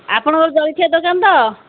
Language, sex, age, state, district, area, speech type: Odia, female, 60+, Odisha, Angul, rural, conversation